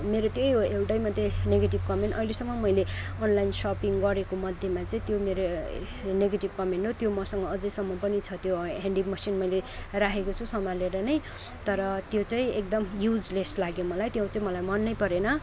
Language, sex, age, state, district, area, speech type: Nepali, other, 30-45, West Bengal, Kalimpong, rural, spontaneous